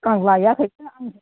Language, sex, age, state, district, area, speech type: Bodo, female, 60+, Assam, Kokrajhar, rural, conversation